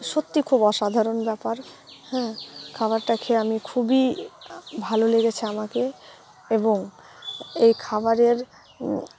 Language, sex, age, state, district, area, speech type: Bengali, female, 30-45, West Bengal, Malda, urban, spontaneous